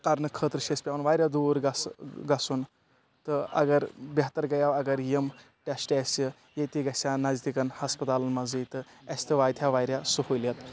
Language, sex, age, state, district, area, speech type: Kashmiri, male, 18-30, Jammu and Kashmir, Kulgam, urban, spontaneous